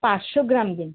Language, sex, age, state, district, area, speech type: Bengali, female, 45-60, West Bengal, Howrah, urban, conversation